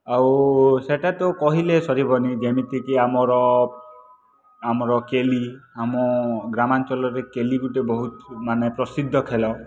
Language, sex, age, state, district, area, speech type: Odia, male, 18-30, Odisha, Kalahandi, rural, spontaneous